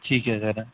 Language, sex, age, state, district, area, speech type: Punjabi, male, 18-30, Punjab, Bathinda, rural, conversation